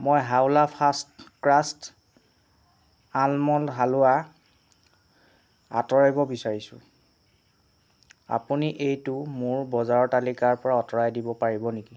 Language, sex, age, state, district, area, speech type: Assamese, female, 18-30, Assam, Nagaon, rural, read